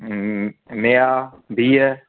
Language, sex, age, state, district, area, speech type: Sindhi, male, 45-60, Gujarat, Kutch, rural, conversation